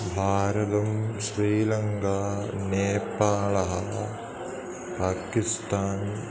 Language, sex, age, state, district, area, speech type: Sanskrit, male, 30-45, Kerala, Ernakulam, rural, spontaneous